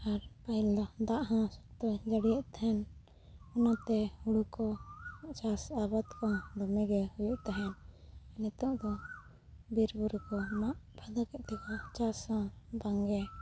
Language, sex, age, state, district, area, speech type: Santali, female, 30-45, Jharkhand, Seraikela Kharsawan, rural, spontaneous